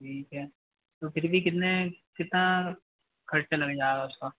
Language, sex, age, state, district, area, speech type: Hindi, male, 30-45, Madhya Pradesh, Harda, urban, conversation